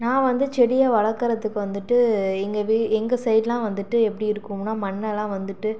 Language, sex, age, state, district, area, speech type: Tamil, female, 30-45, Tamil Nadu, Sivaganga, rural, spontaneous